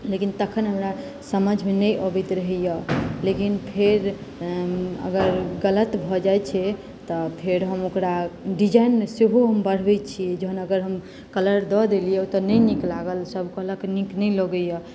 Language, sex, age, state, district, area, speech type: Maithili, female, 18-30, Bihar, Madhubani, rural, spontaneous